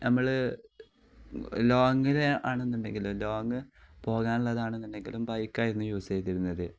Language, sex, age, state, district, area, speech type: Malayalam, male, 18-30, Kerala, Kozhikode, rural, spontaneous